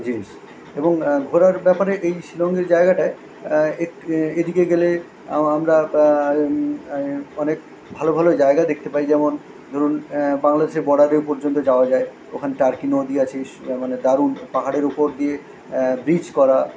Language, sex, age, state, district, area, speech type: Bengali, male, 45-60, West Bengal, Kolkata, urban, spontaneous